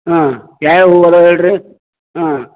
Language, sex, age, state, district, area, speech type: Kannada, male, 60+, Karnataka, Koppal, rural, conversation